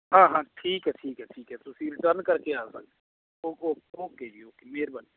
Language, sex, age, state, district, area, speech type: Punjabi, male, 30-45, Punjab, Bathinda, rural, conversation